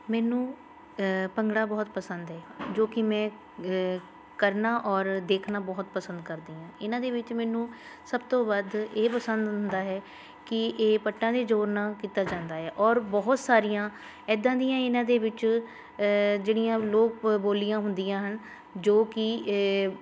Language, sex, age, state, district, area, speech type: Punjabi, female, 30-45, Punjab, Shaheed Bhagat Singh Nagar, urban, spontaneous